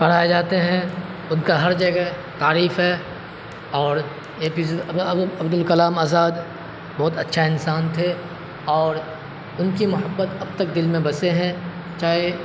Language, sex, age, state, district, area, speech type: Urdu, male, 30-45, Bihar, Supaul, rural, spontaneous